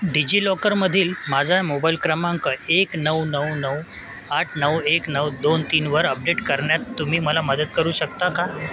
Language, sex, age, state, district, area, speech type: Marathi, male, 30-45, Maharashtra, Mumbai Suburban, urban, read